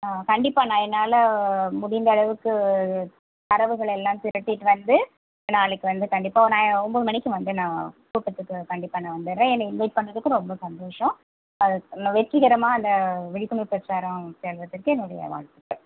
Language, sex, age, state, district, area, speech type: Tamil, female, 45-60, Tamil Nadu, Pudukkottai, urban, conversation